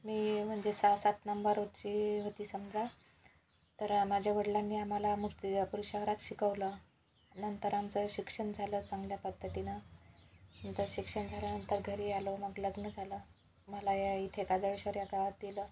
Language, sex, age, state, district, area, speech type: Marathi, female, 45-60, Maharashtra, Washim, rural, spontaneous